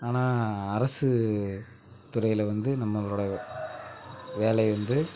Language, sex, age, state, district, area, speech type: Tamil, male, 18-30, Tamil Nadu, Namakkal, rural, spontaneous